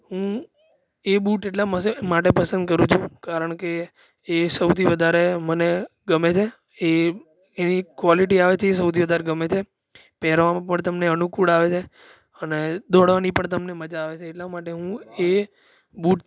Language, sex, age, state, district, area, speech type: Gujarati, male, 18-30, Gujarat, Anand, urban, spontaneous